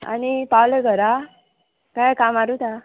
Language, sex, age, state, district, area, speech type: Goan Konkani, female, 18-30, Goa, Murmgao, rural, conversation